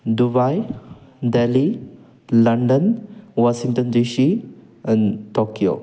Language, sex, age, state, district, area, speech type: Manipuri, male, 18-30, Manipur, Thoubal, rural, spontaneous